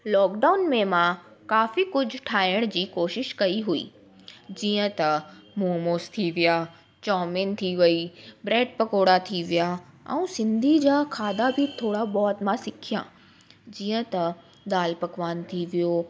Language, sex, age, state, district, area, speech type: Sindhi, female, 18-30, Delhi, South Delhi, urban, spontaneous